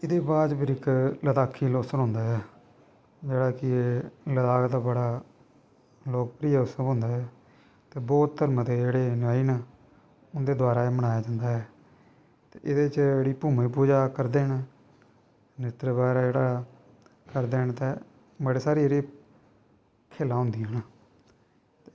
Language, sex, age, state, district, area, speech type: Dogri, male, 18-30, Jammu and Kashmir, Kathua, rural, spontaneous